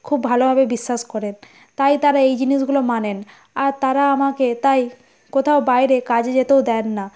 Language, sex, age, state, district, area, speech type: Bengali, female, 60+, West Bengal, Nadia, rural, spontaneous